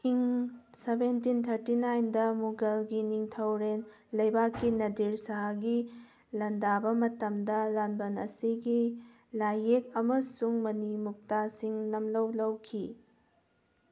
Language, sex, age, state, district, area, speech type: Manipuri, female, 18-30, Manipur, Thoubal, rural, read